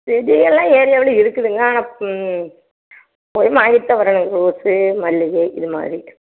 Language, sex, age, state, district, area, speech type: Tamil, female, 60+, Tamil Nadu, Erode, rural, conversation